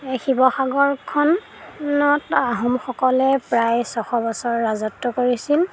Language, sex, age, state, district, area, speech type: Assamese, female, 30-45, Assam, Golaghat, urban, spontaneous